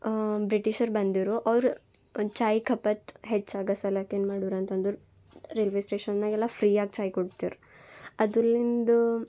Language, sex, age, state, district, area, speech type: Kannada, female, 18-30, Karnataka, Bidar, urban, spontaneous